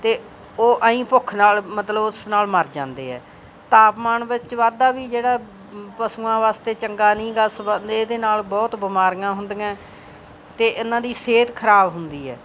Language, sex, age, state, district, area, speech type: Punjabi, female, 45-60, Punjab, Bathinda, urban, spontaneous